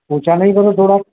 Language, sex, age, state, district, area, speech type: Gujarati, male, 45-60, Gujarat, Ahmedabad, urban, conversation